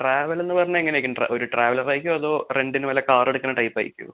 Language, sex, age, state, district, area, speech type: Malayalam, male, 18-30, Kerala, Thrissur, urban, conversation